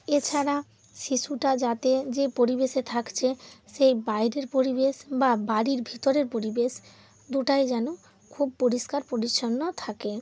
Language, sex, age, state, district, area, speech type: Bengali, female, 30-45, West Bengal, Hooghly, urban, spontaneous